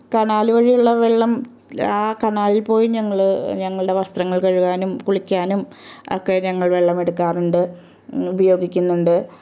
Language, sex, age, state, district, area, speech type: Malayalam, female, 45-60, Kerala, Ernakulam, rural, spontaneous